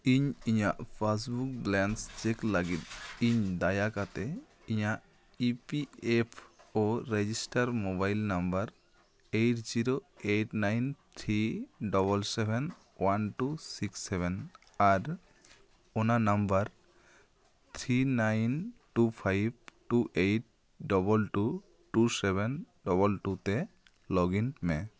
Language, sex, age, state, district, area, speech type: Santali, male, 30-45, West Bengal, Bankura, rural, read